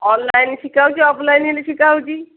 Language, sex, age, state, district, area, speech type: Odia, female, 45-60, Odisha, Gajapati, rural, conversation